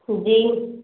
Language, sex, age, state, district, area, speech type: Urdu, female, 30-45, Uttar Pradesh, Lucknow, rural, conversation